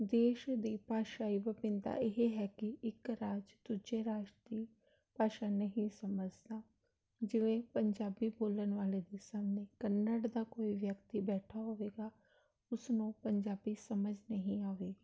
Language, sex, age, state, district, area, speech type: Punjabi, female, 30-45, Punjab, Tarn Taran, urban, spontaneous